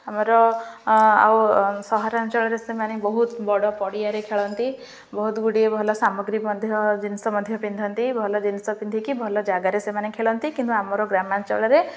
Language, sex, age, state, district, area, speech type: Odia, female, 18-30, Odisha, Ganjam, urban, spontaneous